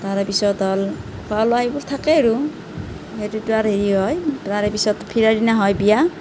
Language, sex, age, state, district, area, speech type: Assamese, female, 30-45, Assam, Nalbari, rural, spontaneous